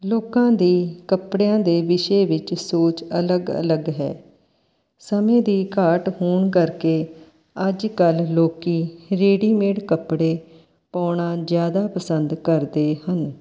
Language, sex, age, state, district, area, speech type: Punjabi, female, 60+, Punjab, Mohali, urban, spontaneous